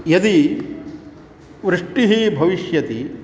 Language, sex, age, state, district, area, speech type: Sanskrit, male, 60+, Karnataka, Uttara Kannada, rural, spontaneous